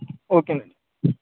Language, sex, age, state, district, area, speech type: Telugu, male, 18-30, Telangana, Medak, rural, conversation